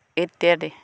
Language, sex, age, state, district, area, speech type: Assamese, female, 45-60, Assam, Dhemaji, rural, spontaneous